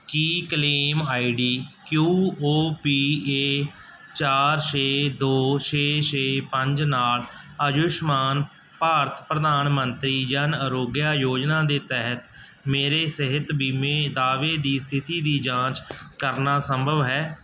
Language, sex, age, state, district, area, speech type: Punjabi, male, 45-60, Punjab, Barnala, rural, read